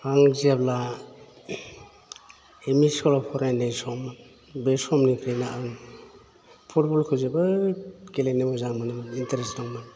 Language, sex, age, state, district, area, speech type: Bodo, male, 45-60, Assam, Udalguri, urban, spontaneous